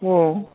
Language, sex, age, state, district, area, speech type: Bodo, male, 60+, Assam, Baksa, urban, conversation